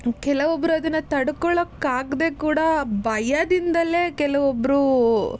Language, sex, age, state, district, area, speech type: Kannada, female, 18-30, Karnataka, Tumkur, urban, spontaneous